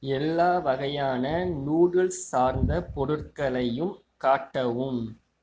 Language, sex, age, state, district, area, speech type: Tamil, male, 18-30, Tamil Nadu, Mayiladuthurai, rural, read